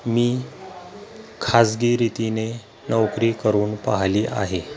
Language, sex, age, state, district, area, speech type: Marathi, male, 45-60, Maharashtra, Akola, rural, spontaneous